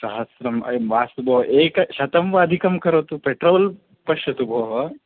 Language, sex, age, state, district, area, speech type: Sanskrit, male, 18-30, Karnataka, Uttara Kannada, rural, conversation